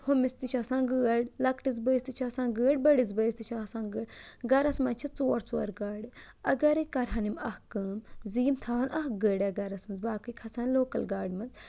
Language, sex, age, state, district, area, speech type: Kashmiri, female, 18-30, Jammu and Kashmir, Budgam, urban, spontaneous